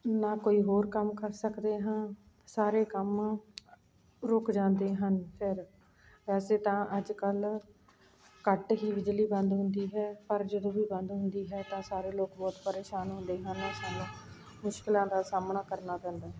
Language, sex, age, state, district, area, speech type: Punjabi, female, 45-60, Punjab, Ludhiana, urban, spontaneous